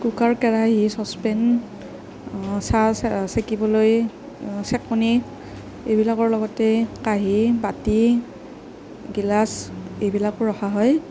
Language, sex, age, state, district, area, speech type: Assamese, female, 18-30, Assam, Nagaon, rural, spontaneous